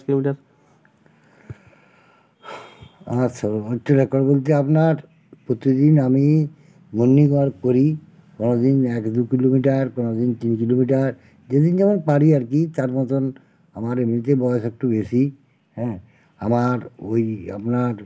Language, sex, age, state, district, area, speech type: Bengali, male, 45-60, West Bengal, Uttar Dinajpur, rural, spontaneous